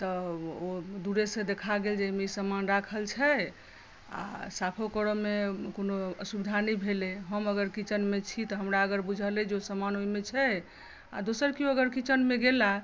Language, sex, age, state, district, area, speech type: Maithili, female, 45-60, Bihar, Madhubani, rural, spontaneous